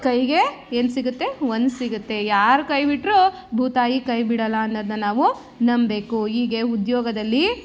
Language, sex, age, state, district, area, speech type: Kannada, female, 30-45, Karnataka, Mandya, rural, spontaneous